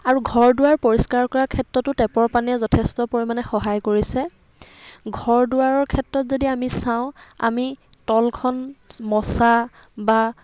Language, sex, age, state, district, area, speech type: Assamese, female, 30-45, Assam, Dibrugarh, rural, spontaneous